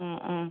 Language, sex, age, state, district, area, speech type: Malayalam, female, 30-45, Kerala, Malappuram, rural, conversation